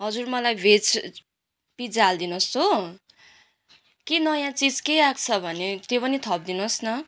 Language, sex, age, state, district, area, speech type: Nepali, female, 18-30, West Bengal, Kalimpong, rural, spontaneous